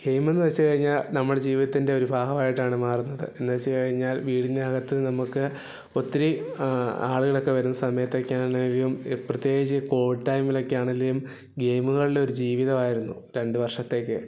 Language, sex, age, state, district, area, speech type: Malayalam, male, 18-30, Kerala, Idukki, rural, spontaneous